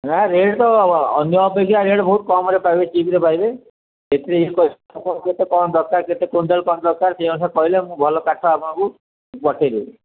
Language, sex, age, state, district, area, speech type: Odia, male, 60+, Odisha, Gajapati, rural, conversation